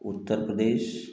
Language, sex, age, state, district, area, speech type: Hindi, male, 45-60, Uttar Pradesh, Prayagraj, rural, spontaneous